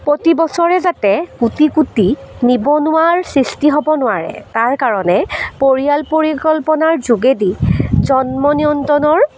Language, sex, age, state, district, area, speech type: Assamese, female, 18-30, Assam, Jorhat, rural, spontaneous